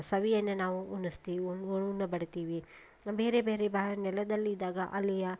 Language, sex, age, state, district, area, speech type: Kannada, female, 30-45, Karnataka, Koppal, urban, spontaneous